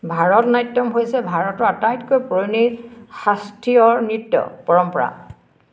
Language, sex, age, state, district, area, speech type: Assamese, female, 60+, Assam, Dhemaji, rural, read